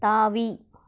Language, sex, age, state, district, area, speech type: Tamil, female, 45-60, Tamil Nadu, Namakkal, rural, read